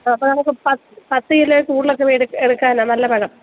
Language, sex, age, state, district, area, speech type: Malayalam, female, 30-45, Kerala, Idukki, rural, conversation